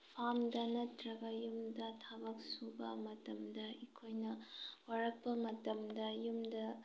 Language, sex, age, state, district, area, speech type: Manipuri, female, 18-30, Manipur, Tengnoupal, rural, spontaneous